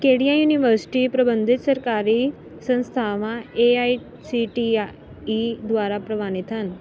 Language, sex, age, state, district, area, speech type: Punjabi, female, 18-30, Punjab, Ludhiana, rural, read